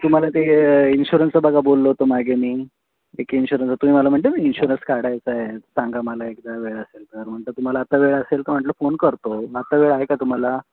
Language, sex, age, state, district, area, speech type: Marathi, male, 30-45, Maharashtra, Ratnagiri, urban, conversation